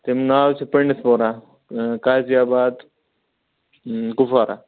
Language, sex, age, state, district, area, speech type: Kashmiri, male, 30-45, Jammu and Kashmir, Kupwara, rural, conversation